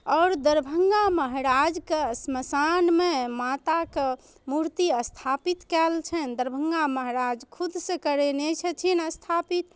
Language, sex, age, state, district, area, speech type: Maithili, female, 30-45, Bihar, Darbhanga, urban, spontaneous